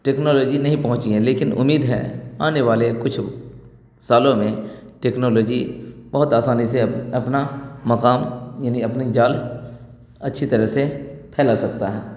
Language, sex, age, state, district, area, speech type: Urdu, male, 30-45, Bihar, Darbhanga, rural, spontaneous